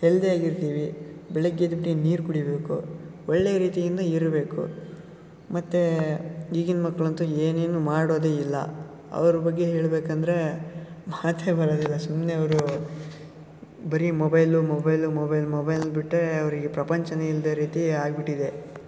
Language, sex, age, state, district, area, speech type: Kannada, male, 18-30, Karnataka, Shimoga, rural, spontaneous